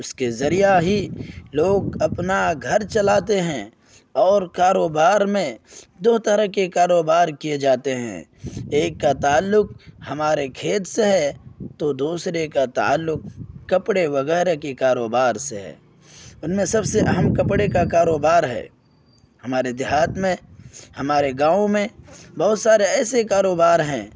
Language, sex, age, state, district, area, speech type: Urdu, male, 18-30, Bihar, Purnia, rural, spontaneous